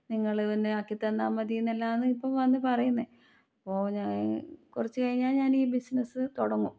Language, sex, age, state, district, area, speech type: Malayalam, female, 30-45, Kerala, Kannur, rural, spontaneous